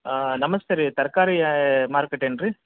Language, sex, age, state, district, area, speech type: Kannada, male, 30-45, Karnataka, Bellary, rural, conversation